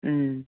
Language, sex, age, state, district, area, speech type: Manipuri, female, 60+, Manipur, Imphal East, rural, conversation